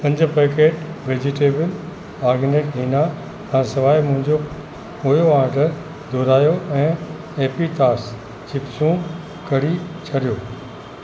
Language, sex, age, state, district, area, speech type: Sindhi, male, 60+, Uttar Pradesh, Lucknow, urban, read